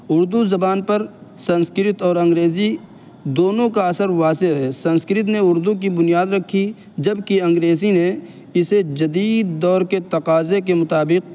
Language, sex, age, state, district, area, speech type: Urdu, male, 18-30, Uttar Pradesh, Saharanpur, urban, spontaneous